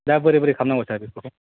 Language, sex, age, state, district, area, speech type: Bodo, male, 30-45, Assam, Kokrajhar, rural, conversation